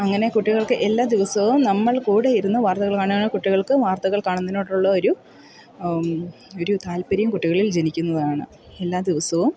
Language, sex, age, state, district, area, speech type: Malayalam, female, 30-45, Kerala, Idukki, rural, spontaneous